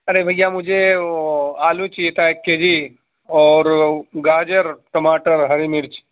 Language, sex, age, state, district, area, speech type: Urdu, male, 30-45, Uttar Pradesh, Gautam Buddha Nagar, urban, conversation